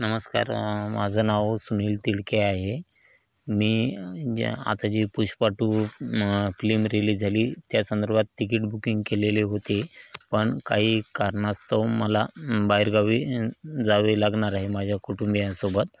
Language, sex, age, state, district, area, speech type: Marathi, male, 30-45, Maharashtra, Hingoli, urban, spontaneous